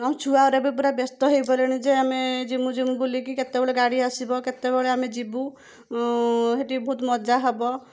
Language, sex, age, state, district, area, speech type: Odia, female, 45-60, Odisha, Kendujhar, urban, spontaneous